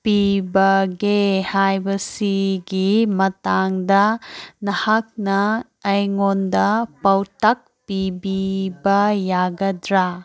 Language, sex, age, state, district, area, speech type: Manipuri, female, 18-30, Manipur, Kangpokpi, urban, read